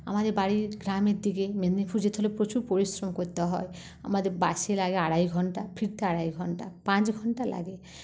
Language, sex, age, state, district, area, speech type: Bengali, female, 30-45, West Bengal, Paschim Medinipur, rural, spontaneous